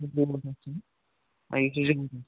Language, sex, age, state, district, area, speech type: Kashmiri, male, 18-30, Jammu and Kashmir, Pulwama, rural, conversation